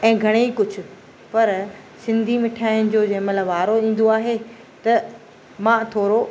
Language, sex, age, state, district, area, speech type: Sindhi, female, 45-60, Maharashtra, Thane, urban, spontaneous